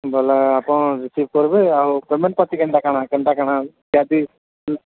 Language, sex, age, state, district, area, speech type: Odia, female, 45-60, Odisha, Nuapada, urban, conversation